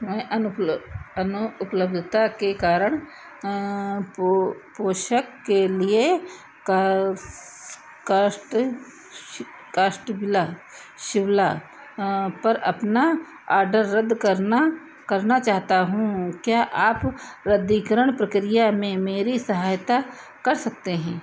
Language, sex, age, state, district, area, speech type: Hindi, female, 60+, Uttar Pradesh, Sitapur, rural, read